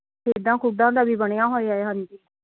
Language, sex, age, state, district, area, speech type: Punjabi, female, 18-30, Punjab, Mohali, urban, conversation